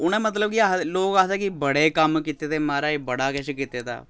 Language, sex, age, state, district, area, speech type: Dogri, male, 30-45, Jammu and Kashmir, Samba, rural, spontaneous